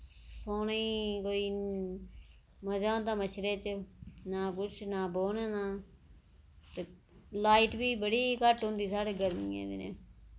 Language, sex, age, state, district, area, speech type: Dogri, female, 30-45, Jammu and Kashmir, Reasi, rural, spontaneous